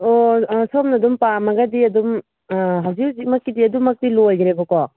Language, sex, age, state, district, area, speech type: Manipuri, female, 30-45, Manipur, Kangpokpi, urban, conversation